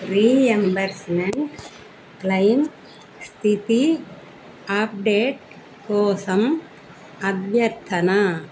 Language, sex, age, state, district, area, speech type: Telugu, female, 60+, Andhra Pradesh, Annamaya, urban, spontaneous